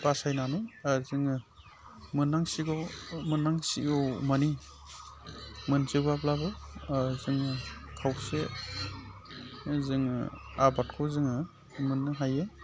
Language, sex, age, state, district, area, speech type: Bodo, male, 30-45, Assam, Udalguri, rural, spontaneous